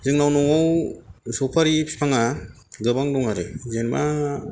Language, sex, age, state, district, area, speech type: Bodo, male, 45-60, Assam, Kokrajhar, rural, spontaneous